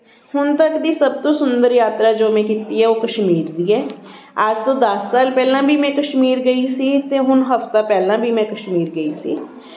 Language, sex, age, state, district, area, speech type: Punjabi, female, 45-60, Punjab, Patiala, urban, spontaneous